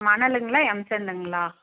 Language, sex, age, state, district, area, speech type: Tamil, female, 30-45, Tamil Nadu, Dharmapuri, rural, conversation